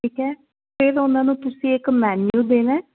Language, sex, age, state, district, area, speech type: Punjabi, female, 18-30, Punjab, Fazilka, rural, conversation